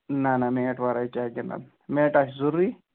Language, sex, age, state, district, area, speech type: Kashmiri, male, 18-30, Jammu and Kashmir, Ganderbal, rural, conversation